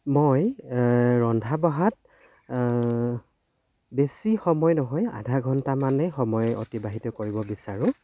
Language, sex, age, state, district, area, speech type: Assamese, male, 45-60, Assam, Dhemaji, rural, spontaneous